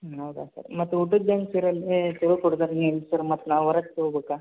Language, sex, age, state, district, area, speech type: Kannada, male, 18-30, Karnataka, Gadag, urban, conversation